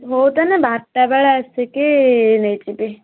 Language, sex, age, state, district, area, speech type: Odia, female, 18-30, Odisha, Kendujhar, urban, conversation